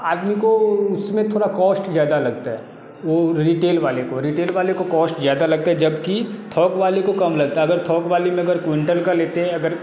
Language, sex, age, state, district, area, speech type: Hindi, male, 30-45, Bihar, Darbhanga, rural, spontaneous